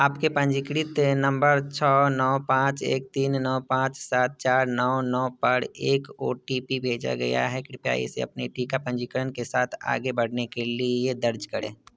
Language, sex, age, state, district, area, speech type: Hindi, male, 30-45, Bihar, Muzaffarpur, urban, read